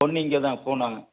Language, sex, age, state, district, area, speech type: Tamil, male, 60+, Tamil Nadu, Madurai, rural, conversation